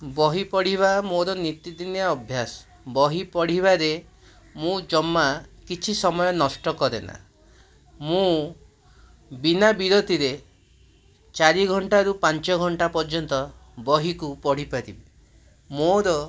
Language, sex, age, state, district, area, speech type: Odia, male, 30-45, Odisha, Cuttack, urban, spontaneous